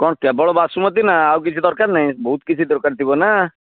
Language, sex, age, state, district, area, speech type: Odia, male, 30-45, Odisha, Bhadrak, rural, conversation